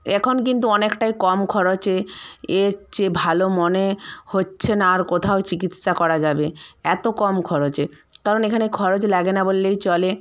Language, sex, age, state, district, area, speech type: Bengali, female, 45-60, West Bengal, Purba Medinipur, rural, spontaneous